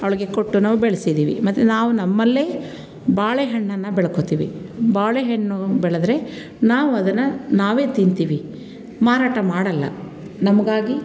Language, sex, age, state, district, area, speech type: Kannada, female, 45-60, Karnataka, Mandya, rural, spontaneous